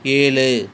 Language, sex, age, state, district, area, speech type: Tamil, male, 45-60, Tamil Nadu, Cuddalore, rural, read